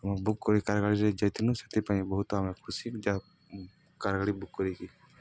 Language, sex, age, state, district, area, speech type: Odia, male, 18-30, Odisha, Balangir, urban, spontaneous